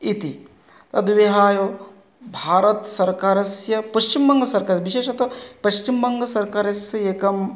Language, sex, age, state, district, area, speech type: Sanskrit, male, 30-45, West Bengal, North 24 Parganas, rural, spontaneous